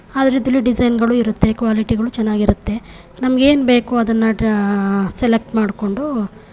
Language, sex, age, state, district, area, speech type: Kannada, female, 30-45, Karnataka, Chamarajanagar, rural, spontaneous